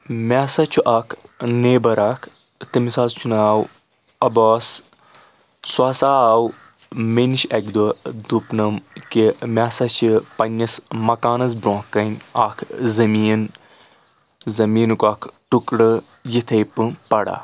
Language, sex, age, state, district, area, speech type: Kashmiri, male, 30-45, Jammu and Kashmir, Anantnag, rural, spontaneous